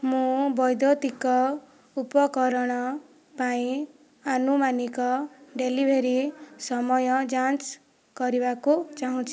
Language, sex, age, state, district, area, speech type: Odia, female, 18-30, Odisha, Kandhamal, rural, read